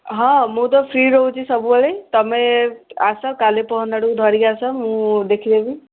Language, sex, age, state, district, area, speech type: Odia, female, 18-30, Odisha, Ganjam, urban, conversation